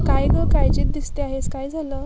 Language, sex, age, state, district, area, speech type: Marathi, female, 18-30, Maharashtra, Ratnagiri, rural, read